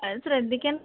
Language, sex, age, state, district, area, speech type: Malayalam, female, 30-45, Kerala, Thiruvananthapuram, rural, conversation